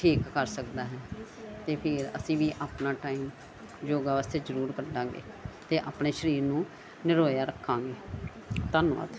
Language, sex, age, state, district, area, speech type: Punjabi, female, 45-60, Punjab, Gurdaspur, urban, spontaneous